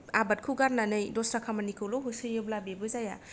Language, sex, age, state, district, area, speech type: Bodo, female, 30-45, Assam, Kokrajhar, rural, spontaneous